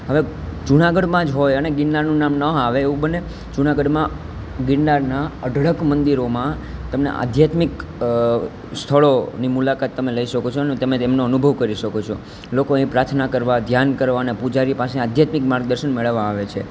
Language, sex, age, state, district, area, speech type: Gujarati, male, 18-30, Gujarat, Junagadh, urban, spontaneous